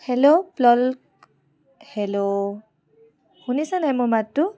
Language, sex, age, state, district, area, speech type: Assamese, female, 30-45, Assam, Charaideo, urban, spontaneous